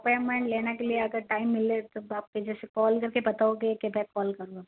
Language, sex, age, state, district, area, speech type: Hindi, female, 30-45, Rajasthan, Jodhpur, urban, conversation